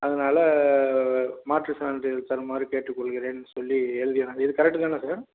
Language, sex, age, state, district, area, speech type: Tamil, male, 45-60, Tamil Nadu, Salem, rural, conversation